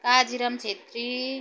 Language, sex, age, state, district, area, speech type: Nepali, female, 45-60, West Bengal, Jalpaiguri, urban, spontaneous